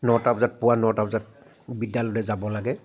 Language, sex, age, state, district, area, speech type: Assamese, male, 45-60, Assam, Charaideo, urban, spontaneous